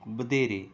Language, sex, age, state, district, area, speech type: Punjabi, male, 30-45, Punjab, Pathankot, rural, spontaneous